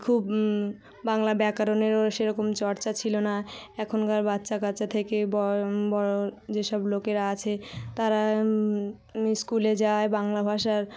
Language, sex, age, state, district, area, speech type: Bengali, female, 18-30, West Bengal, South 24 Parganas, rural, spontaneous